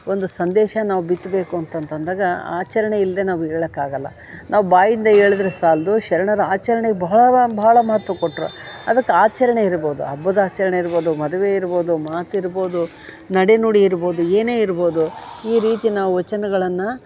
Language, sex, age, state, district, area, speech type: Kannada, female, 60+, Karnataka, Gadag, rural, spontaneous